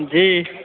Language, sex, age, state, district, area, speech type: Hindi, male, 18-30, Bihar, Samastipur, rural, conversation